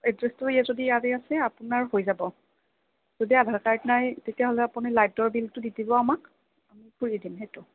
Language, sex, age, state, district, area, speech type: Assamese, female, 18-30, Assam, Nagaon, rural, conversation